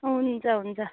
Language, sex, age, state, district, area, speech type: Nepali, female, 60+, West Bengal, Darjeeling, rural, conversation